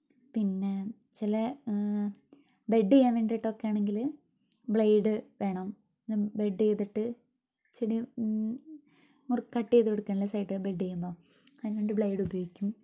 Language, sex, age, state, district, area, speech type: Malayalam, female, 18-30, Kerala, Wayanad, rural, spontaneous